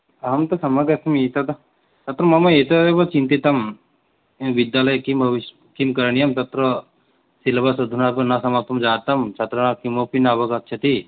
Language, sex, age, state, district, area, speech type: Sanskrit, male, 18-30, West Bengal, Cooch Behar, rural, conversation